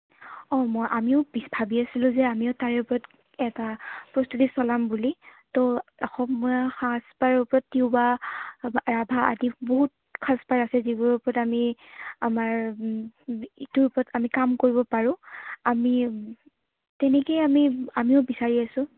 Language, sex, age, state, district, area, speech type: Assamese, female, 18-30, Assam, Goalpara, urban, conversation